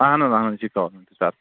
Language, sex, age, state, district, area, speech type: Kashmiri, male, 18-30, Jammu and Kashmir, Shopian, rural, conversation